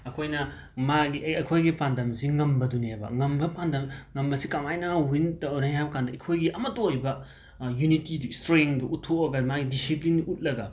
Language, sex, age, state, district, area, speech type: Manipuri, male, 18-30, Manipur, Imphal West, rural, spontaneous